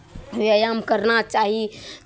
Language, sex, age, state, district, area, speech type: Maithili, female, 18-30, Bihar, Araria, urban, spontaneous